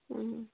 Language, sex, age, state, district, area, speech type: Manipuri, female, 45-60, Manipur, Churachandpur, urban, conversation